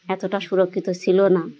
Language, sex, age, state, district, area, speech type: Bengali, female, 30-45, West Bengal, Birbhum, urban, spontaneous